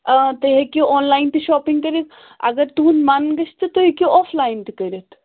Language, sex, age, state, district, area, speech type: Kashmiri, female, 18-30, Jammu and Kashmir, Pulwama, rural, conversation